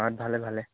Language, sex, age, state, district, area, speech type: Assamese, male, 18-30, Assam, Dibrugarh, urban, conversation